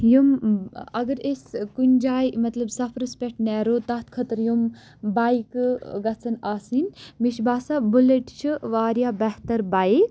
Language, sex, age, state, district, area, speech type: Kashmiri, female, 18-30, Jammu and Kashmir, Baramulla, rural, spontaneous